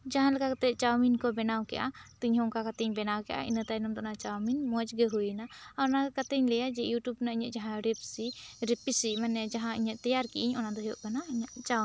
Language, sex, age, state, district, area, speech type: Santali, female, 18-30, West Bengal, Bankura, rural, spontaneous